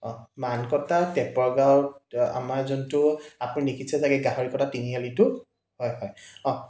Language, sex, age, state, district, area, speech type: Assamese, male, 30-45, Assam, Dibrugarh, urban, spontaneous